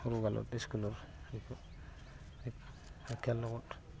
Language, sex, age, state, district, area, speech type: Assamese, male, 18-30, Assam, Goalpara, rural, spontaneous